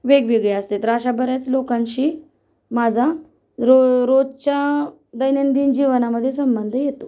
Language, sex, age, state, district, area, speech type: Marathi, female, 30-45, Maharashtra, Osmanabad, rural, spontaneous